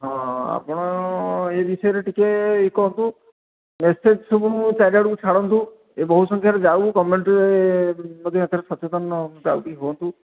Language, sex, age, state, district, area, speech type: Odia, male, 60+, Odisha, Khordha, rural, conversation